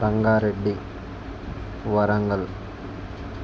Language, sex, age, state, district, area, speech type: Telugu, male, 45-60, Andhra Pradesh, Visakhapatnam, urban, spontaneous